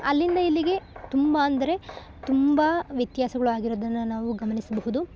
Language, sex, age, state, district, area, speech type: Kannada, female, 18-30, Karnataka, Chikkamagaluru, rural, spontaneous